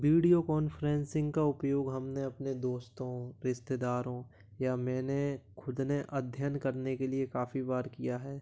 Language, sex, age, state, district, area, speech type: Hindi, male, 18-30, Madhya Pradesh, Gwalior, urban, spontaneous